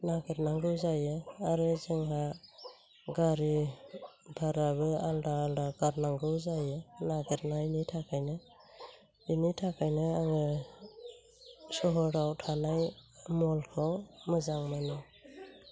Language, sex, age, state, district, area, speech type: Bodo, female, 45-60, Assam, Chirang, rural, spontaneous